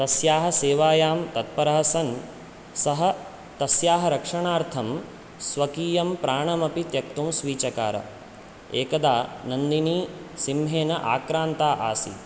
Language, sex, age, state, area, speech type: Sanskrit, male, 18-30, Chhattisgarh, rural, spontaneous